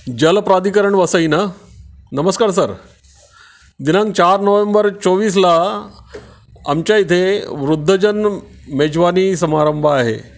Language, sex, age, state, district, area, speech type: Marathi, male, 60+, Maharashtra, Palghar, rural, spontaneous